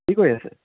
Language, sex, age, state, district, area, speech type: Assamese, male, 30-45, Assam, Dibrugarh, urban, conversation